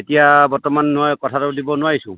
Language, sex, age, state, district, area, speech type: Assamese, male, 30-45, Assam, Lakhimpur, urban, conversation